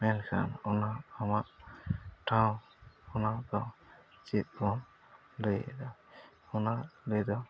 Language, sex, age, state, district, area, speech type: Santali, male, 30-45, Jharkhand, East Singhbhum, rural, spontaneous